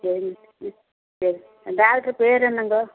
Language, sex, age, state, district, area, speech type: Tamil, female, 60+, Tamil Nadu, Coimbatore, rural, conversation